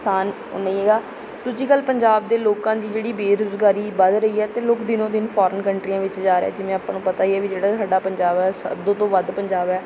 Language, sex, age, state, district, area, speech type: Punjabi, female, 18-30, Punjab, Bathinda, rural, spontaneous